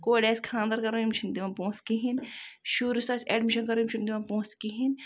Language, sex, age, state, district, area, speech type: Kashmiri, female, 30-45, Jammu and Kashmir, Bandipora, rural, spontaneous